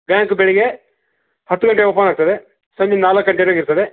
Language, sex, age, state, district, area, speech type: Kannada, male, 45-60, Karnataka, Shimoga, rural, conversation